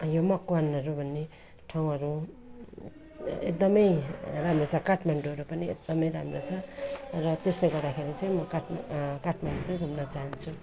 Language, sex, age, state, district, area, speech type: Nepali, female, 30-45, West Bengal, Darjeeling, rural, spontaneous